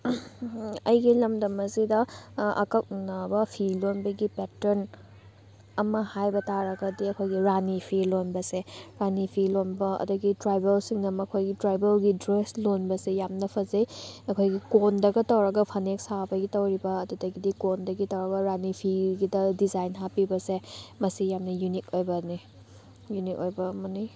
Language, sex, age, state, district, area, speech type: Manipuri, female, 18-30, Manipur, Thoubal, rural, spontaneous